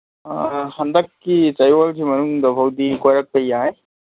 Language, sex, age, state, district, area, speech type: Manipuri, male, 30-45, Manipur, Kangpokpi, urban, conversation